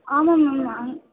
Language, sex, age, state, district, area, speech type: Tamil, female, 18-30, Tamil Nadu, Karur, rural, conversation